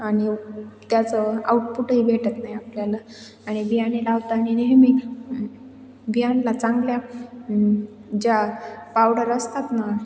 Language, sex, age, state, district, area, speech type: Marathi, female, 18-30, Maharashtra, Ahmednagar, rural, spontaneous